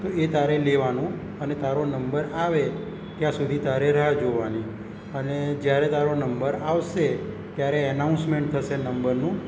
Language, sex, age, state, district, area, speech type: Gujarati, male, 60+, Gujarat, Surat, urban, spontaneous